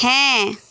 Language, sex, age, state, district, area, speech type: Bengali, female, 45-60, West Bengal, Jhargram, rural, read